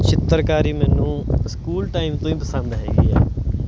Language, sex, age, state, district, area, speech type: Punjabi, male, 30-45, Punjab, Bathinda, rural, spontaneous